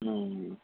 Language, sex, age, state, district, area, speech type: Tamil, male, 45-60, Tamil Nadu, Dharmapuri, rural, conversation